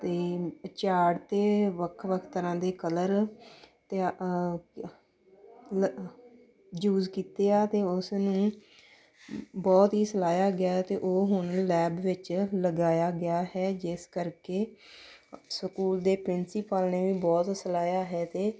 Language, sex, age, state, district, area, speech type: Punjabi, female, 18-30, Punjab, Tarn Taran, rural, spontaneous